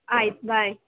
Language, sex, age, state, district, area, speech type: Kannada, female, 30-45, Karnataka, Mandya, rural, conversation